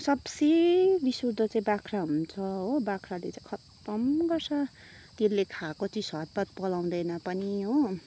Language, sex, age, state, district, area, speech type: Nepali, female, 30-45, West Bengal, Kalimpong, rural, spontaneous